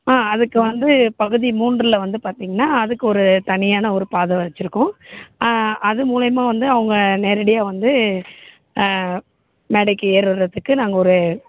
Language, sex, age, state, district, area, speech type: Tamil, female, 30-45, Tamil Nadu, Chennai, urban, conversation